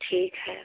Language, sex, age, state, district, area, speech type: Hindi, female, 45-60, Uttar Pradesh, Prayagraj, rural, conversation